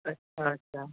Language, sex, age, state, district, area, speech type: Maithili, male, 18-30, Bihar, Saharsa, rural, conversation